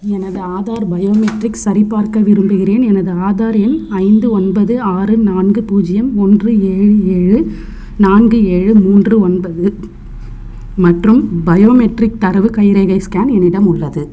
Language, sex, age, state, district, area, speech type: Tamil, female, 18-30, Tamil Nadu, Vellore, urban, read